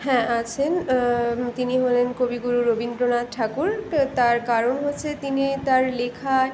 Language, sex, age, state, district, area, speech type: Bengali, female, 18-30, West Bengal, Paschim Medinipur, rural, spontaneous